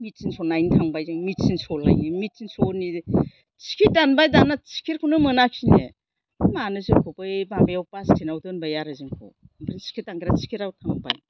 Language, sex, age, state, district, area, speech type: Bodo, female, 60+, Assam, Kokrajhar, urban, spontaneous